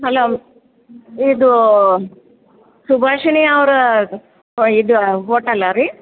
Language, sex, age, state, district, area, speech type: Kannada, female, 60+, Karnataka, Bellary, rural, conversation